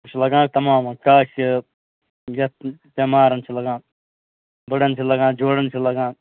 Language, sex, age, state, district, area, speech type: Kashmiri, male, 30-45, Jammu and Kashmir, Ganderbal, rural, conversation